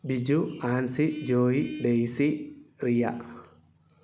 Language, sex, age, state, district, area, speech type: Malayalam, male, 18-30, Kerala, Idukki, rural, spontaneous